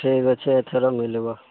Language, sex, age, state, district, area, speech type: Odia, male, 18-30, Odisha, Boudh, rural, conversation